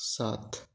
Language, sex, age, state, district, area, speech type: Nepali, male, 18-30, West Bengal, Darjeeling, rural, read